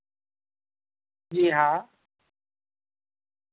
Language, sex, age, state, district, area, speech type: Urdu, male, 60+, Delhi, North East Delhi, urban, conversation